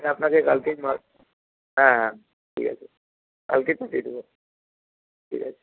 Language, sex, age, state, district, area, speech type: Bengali, male, 45-60, West Bengal, Hooghly, urban, conversation